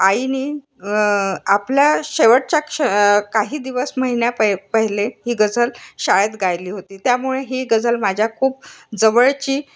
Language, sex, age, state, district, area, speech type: Marathi, female, 60+, Maharashtra, Nagpur, urban, spontaneous